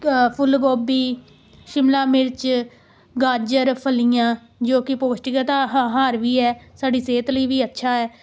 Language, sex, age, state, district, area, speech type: Punjabi, female, 18-30, Punjab, Amritsar, urban, spontaneous